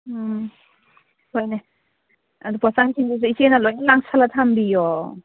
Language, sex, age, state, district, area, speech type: Manipuri, female, 45-60, Manipur, Churachandpur, urban, conversation